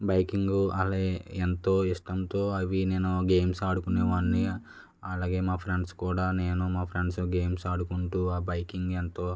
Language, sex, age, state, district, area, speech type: Telugu, male, 18-30, Andhra Pradesh, West Godavari, rural, spontaneous